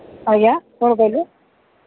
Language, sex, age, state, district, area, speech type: Odia, male, 45-60, Odisha, Nabarangpur, rural, conversation